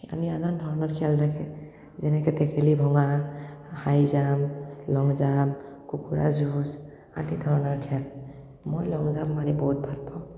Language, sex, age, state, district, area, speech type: Assamese, male, 18-30, Assam, Morigaon, rural, spontaneous